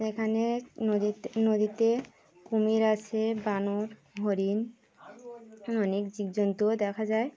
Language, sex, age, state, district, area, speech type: Bengali, female, 30-45, West Bengal, Birbhum, urban, spontaneous